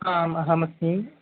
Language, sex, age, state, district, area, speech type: Sanskrit, male, 18-30, Kerala, Thrissur, rural, conversation